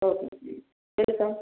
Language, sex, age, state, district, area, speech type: Marathi, female, 45-60, Maharashtra, Yavatmal, urban, conversation